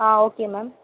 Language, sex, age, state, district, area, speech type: Tamil, female, 18-30, Tamil Nadu, Vellore, urban, conversation